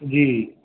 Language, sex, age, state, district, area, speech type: Maithili, male, 45-60, Bihar, Saharsa, rural, conversation